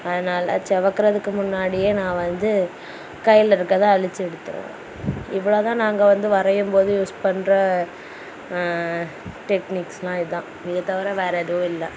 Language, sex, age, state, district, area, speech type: Tamil, female, 18-30, Tamil Nadu, Kanyakumari, rural, spontaneous